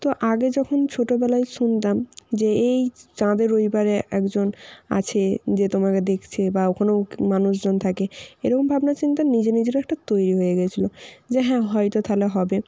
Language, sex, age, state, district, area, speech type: Bengali, female, 18-30, West Bengal, North 24 Parganas, rural, spontaneous